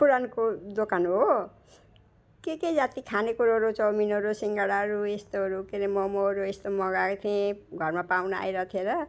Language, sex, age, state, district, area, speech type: Nepali, female, 60+, West Bengal, Alipurduar, urban, spontaneous